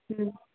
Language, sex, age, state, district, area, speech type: Manipuri, female, 18-30, Manipur, Kangpokpi, urban, conversation